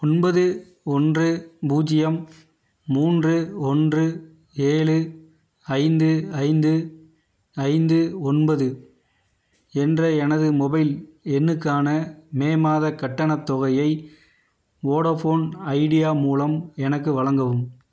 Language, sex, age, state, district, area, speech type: Tamil, male, 30-45, Tamil Nadu, Theni, rural, read